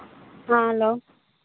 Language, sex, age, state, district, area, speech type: Santali, female, 30-45, Jharkhand, Seraikela Kharsawan, rural, conversation